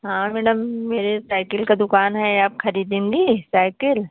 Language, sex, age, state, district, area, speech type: Hindi, female, 45-60, Uttar Pradesh, Pratapgarh, rural, conversation